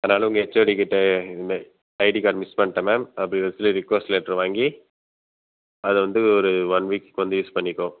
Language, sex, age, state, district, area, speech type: Tamil, male, 18-30, Tamil Nadu, Viluppuram, urban, conversation